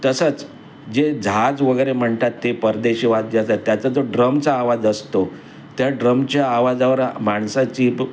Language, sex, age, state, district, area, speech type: Marathi, male, 60+, Maharashtra, Mumbai Suburban, urban, spontaneous